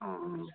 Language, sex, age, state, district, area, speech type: Assamese, female, 60+, Assam, Tinsukia, rural, conversation